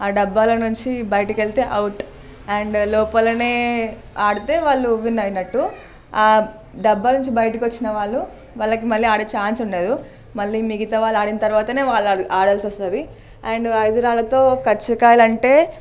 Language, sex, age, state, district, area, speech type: Telugu, female, 18-30, Telangana, Nalgonda, urban, spontaneous